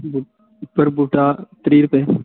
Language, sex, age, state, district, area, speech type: Dogri, male, 18-30, Jammu and Kashmir, Kathua, rural, conversation